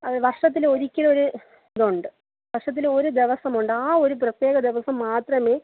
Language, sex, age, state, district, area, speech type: Malayalam, female, 30-45, Kerala, Thiruvananthapuram, rural, conversation